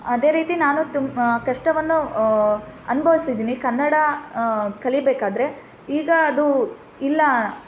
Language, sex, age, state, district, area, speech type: Kannada, female, 18-30, Karnataka, Chitradurga, rural, spontaneous